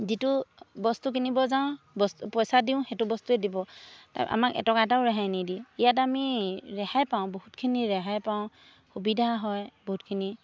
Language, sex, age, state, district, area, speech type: Assamese, female, 30-45, Assam, Charaideo, rural, spontaneous